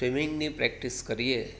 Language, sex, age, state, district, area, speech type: Gujarati, male, 45-60, Gujarat, Surat, urban, spontaneous